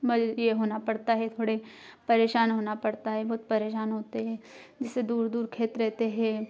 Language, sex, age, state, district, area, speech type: Hindi, female, 18-30, Madhya Pradesh, Ujjain, urban, spontaneous